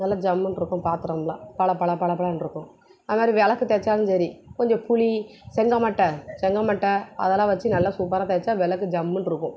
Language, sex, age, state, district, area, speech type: Tamil, female, 30-45, Tamil Nadu, Thoothukudi, urban, spontaneous